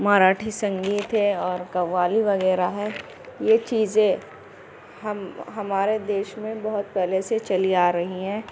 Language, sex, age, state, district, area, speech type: Urdu, female, 18-30, Uttar Pradesh, Gautam Buddha Nagar, rural, spontaneous